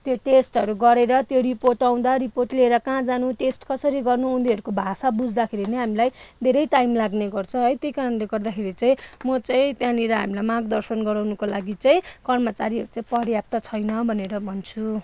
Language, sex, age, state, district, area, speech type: Nepali, female, 30-45, West Bengal, Jalpaiguri, urban, spontaneous